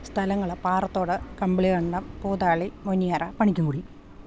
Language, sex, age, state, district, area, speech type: Malayalam, female, 45-60, Kerala, Idukki, rural, spontaneous